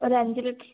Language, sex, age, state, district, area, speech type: Malayalam, female, 30-45, Kerala, Kozhikode, urban, conversation